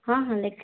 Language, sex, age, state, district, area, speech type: Odia, female, 60+, Odisha, Boudh, rural, conversation